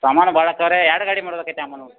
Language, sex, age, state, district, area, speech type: Kannada, male, 45-60, Karnataka, Belgaum, rural, conversation